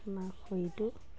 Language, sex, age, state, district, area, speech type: Assamese, female, 30-45, Assam, Nagaon, rural, spontaneous